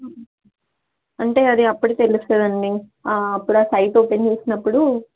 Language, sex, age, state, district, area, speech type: Telugu, female, 18-30, Telangana, Warangal, rural, conversation